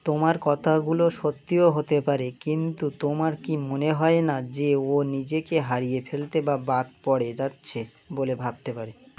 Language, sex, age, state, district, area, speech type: Bengali, male, 18-30, West Bengal, Birbhum, urban, read